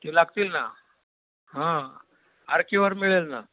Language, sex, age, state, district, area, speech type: Marathi, male, 60+, Maharashtra, Nashik, urban, conversation